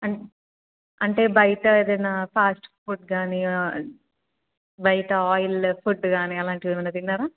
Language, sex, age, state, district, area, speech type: Telugu, female, 18-30, Telangana, Siddipet, urban, conversation